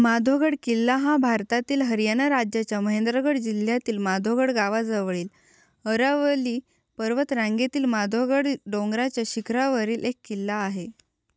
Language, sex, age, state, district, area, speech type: Marathi, female, 18-30, Maharashtra, Ahmednagar, rural, read